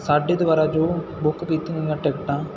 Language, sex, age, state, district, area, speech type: Punjabi, male, 18-30, Punjab, Muktsar, rural, spontaneous